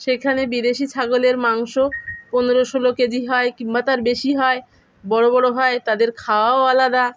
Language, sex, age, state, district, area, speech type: Bengali, female, 30-45, West Bengal, Dakshin Dinajpur, urban, spontaneous